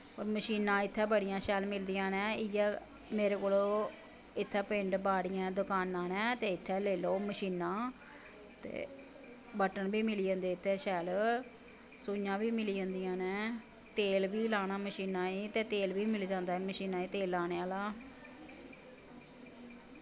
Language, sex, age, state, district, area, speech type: Dogri, female, 30-45, Jammu and Kashmir, Samba, rural, spontaneous